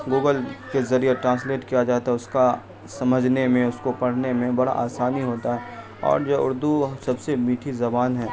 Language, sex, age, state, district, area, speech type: Urdu, male, 45-60, Bihar, Supaul, rural, spontaneous